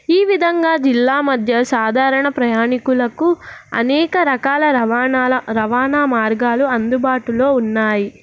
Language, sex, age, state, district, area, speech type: Telugu, female, 18-30, Telangana, Nizamabad, urban, spontaneous